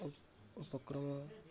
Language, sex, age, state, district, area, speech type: Odia, male, 18-30, Odisha, Subarnapur, urban, spontaneous